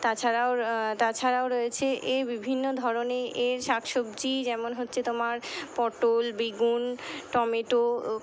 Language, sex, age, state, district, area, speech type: Bengali, female, 60+, West Bengal, Purba Bardhaman, urban, spontaneous